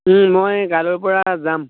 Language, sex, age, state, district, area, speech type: Assamese, male, 18-30, Assam, Dhemaji, rural, conversation